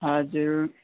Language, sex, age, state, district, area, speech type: Nepali, male, 18-30, West Bengal, Darjeeling, rural, conversation